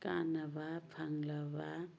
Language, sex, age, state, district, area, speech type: Manipuri, female, 45-60, Manipur, Churachandpur, urban, read